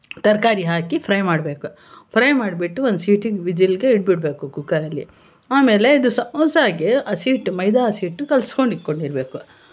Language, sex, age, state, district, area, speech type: Kannada, female, 60+, Karnataka, Bangalore Urban, urban, spontaneous